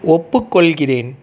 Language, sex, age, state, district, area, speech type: Tamil, male, 18-30, Tamil Nadu, Tiruvannamalai, urban, read